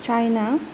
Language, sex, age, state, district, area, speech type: Bodo, female, 30-45, Assam, Kokrajhar, rural, spontaneous